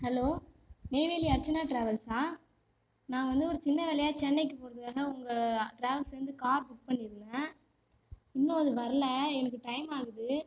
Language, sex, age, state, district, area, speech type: Tamil, female, 18-30, Tamil Nadu, Cuddalore, rural, spontaneous